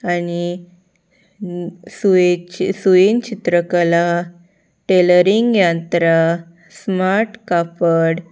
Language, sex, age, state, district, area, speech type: Goan Konkani, female, 18-30, Goa, Salcete, urban, spontaneous